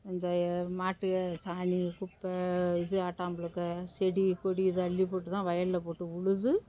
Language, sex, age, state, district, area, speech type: Tamil, female, 60+, Tamil Nadu, Thanjavur, rural, spontaneous